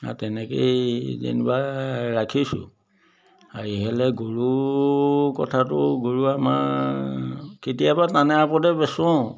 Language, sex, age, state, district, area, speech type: Assamese, male, 60+, Assam, Majuli, urban, spontaneous